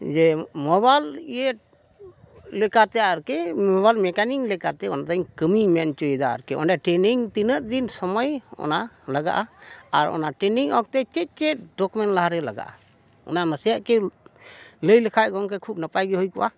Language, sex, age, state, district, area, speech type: Santali, male, 60+, West Bengal, Dakshin Dinajpur, rural, spontaneous